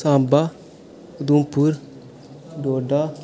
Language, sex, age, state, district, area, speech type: Dogri, male, 18-30, Jammu and Kashmir, Udhampur, rural, spontaneous